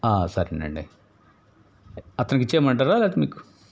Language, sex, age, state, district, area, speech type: Telugu, male, 60+, Andhra Pradesh, Palnadu, urban, spontaneous